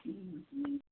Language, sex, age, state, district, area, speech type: Punjabi, male, 45-60, Punjab, Amritsar, urban, conversation